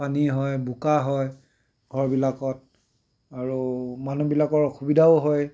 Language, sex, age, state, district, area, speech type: Assamese, male, 60+, Assam, Tinsukia, urban, spontaneous